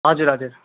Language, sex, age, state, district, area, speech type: Nepali, male, 30-45, West Bengal, Jalpaiguri, urban, conversation